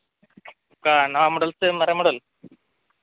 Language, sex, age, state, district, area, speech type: Santali, male, 18-30, Jharkhand, East Singhbhum, rural, conversation